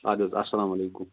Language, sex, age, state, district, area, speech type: Kashmiri, male, 45-60, Jammu and Kashmir, Ganderbal, rural, conversation